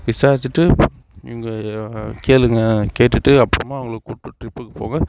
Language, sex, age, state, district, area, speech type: Tamil, male, 45-60, Tamil Nadu, Sivaganga, rural, spontaneous